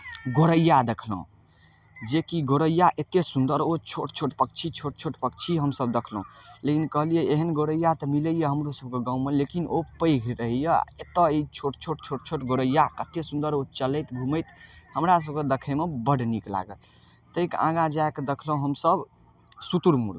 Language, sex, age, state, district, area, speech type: Maithili, male, 18-30, Bihar, Darbhanga, rural, spontaneous